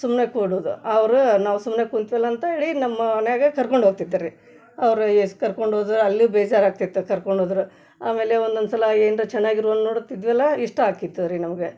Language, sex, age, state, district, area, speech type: Kannada, female, 30-45, Karnataka, Gadag, rural, spontaneous